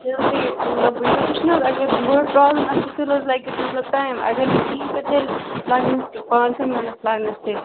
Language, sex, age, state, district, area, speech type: Kashmiri, female, 18-30, Jammu and Kashmir, Kupwara, rural, conversation